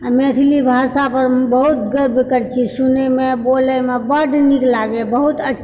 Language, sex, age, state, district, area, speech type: Maithili, female, 60+, Bihar, Purnia, rural, spontaneous